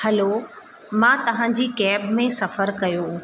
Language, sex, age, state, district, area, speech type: Sindhi, female, 30-45, Madhya Pradesh, Katni, urban, spontaneous